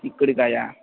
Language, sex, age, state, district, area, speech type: Telugu, male, 30-45, Andhra Pradesh, N T Rama Rao, urban, conversation